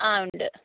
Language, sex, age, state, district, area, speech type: Malayalam, female, 45-60, Kerala, Kozhikode, urban, conversation